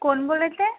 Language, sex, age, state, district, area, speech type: Marathi, female, 30-45, Maharashtra, Nagpur, urban, conversation